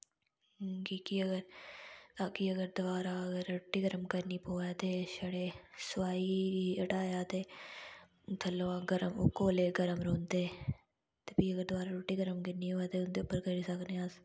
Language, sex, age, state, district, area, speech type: Dogri, female, 18-30, Jammu and Kashmir, Udhampur, rural, spontaneous